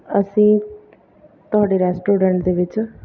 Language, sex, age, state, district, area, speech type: Punjabi, female, 30-45, Punjab, Bathinda, rural, spontaneous